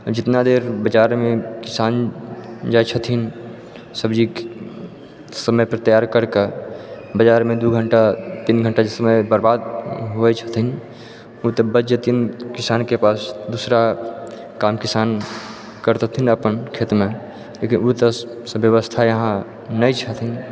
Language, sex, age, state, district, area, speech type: Maithili, male, 18-30, Bihar, Purnia, rural, spontaneous